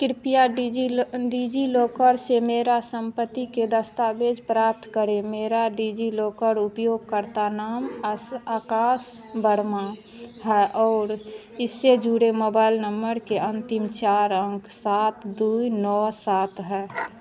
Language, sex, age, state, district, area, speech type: Hindi, female, 60+, Bihar, Madhepura, urban, read